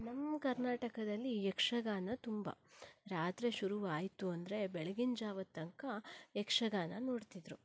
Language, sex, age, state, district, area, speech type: Kannada, female, 30-45, Karnataka, Shimoga, rural, spontaneous